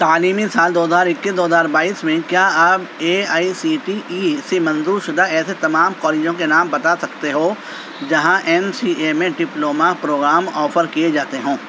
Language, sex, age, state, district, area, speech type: Urdu, male, 45-60, Delhi, East Delhi, urban, read